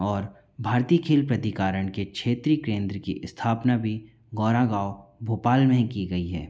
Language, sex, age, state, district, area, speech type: Hindi, male, 45-60, Madhya Pradesh, Bhopal, urban, spontaneous